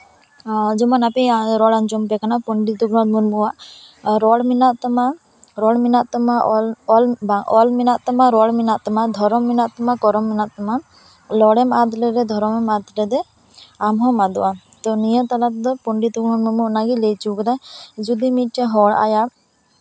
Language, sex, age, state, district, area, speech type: Santali, female, 18-30, West Bengal, Purba Bardhaman, rural, spontaneous